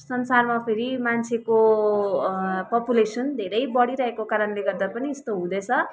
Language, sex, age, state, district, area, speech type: Nepali, female, 30-45, West Bengal, Kalimpong, rural, spontaneous